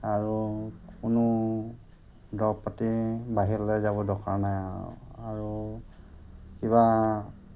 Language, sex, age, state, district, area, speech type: Assamese, male, 45-60, Assam, Golaghat, rural, spontaneous